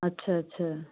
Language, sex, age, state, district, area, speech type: Hindi, female, 18-30, Uttar Pradesh, Jaunpur, rural, conversation